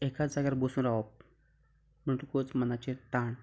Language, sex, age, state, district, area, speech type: Goan Konkani, male, 30-45, Goa, Canacona, rural, spontaneous